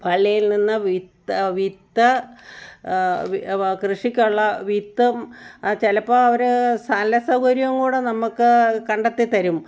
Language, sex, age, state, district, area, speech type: Malayalam, female, 60+, Kerala, Kottayam, rural, spontaneous